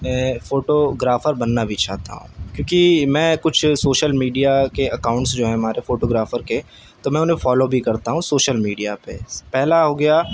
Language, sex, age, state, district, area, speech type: Urdu, male, 18-30, Uttar Pradesh, Shahjahanpur, urban, spontaneous